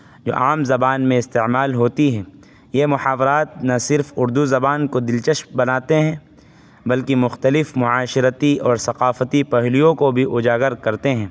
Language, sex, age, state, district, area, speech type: Urdu, male, 18-30, Uttar Pradesh, Saharanpur, urban, spontaneous